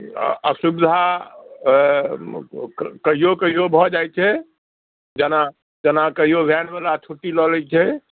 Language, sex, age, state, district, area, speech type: Maithili, male, 60+, Bihar, Madhubani, rural, conversation